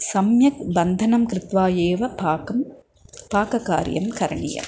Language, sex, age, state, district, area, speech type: Sanskrit, female, 45-60, Tamil Nadu, Coimbatore, urban, spontaneous